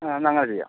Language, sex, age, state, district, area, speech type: Malayalam, male, 60+, Kerala, Palakkad, urban, conversation